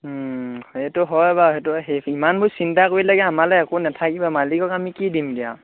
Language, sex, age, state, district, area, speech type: Assamese, male, 18-30, Assam, Sivasagar, rural, conversation